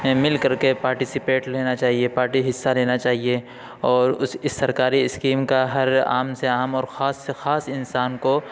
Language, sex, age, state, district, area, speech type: Urdu, male, 45-60, Uttar Pradesh, Lucknow, urban, spontaneous